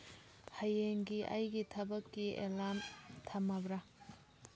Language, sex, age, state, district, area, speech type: Manipuri, female, 45-60, Manipur, Churachandpur, urban, read